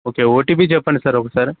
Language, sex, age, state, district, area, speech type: Telugu, male, 18-30, Telangana, Mancherial, rural, conversation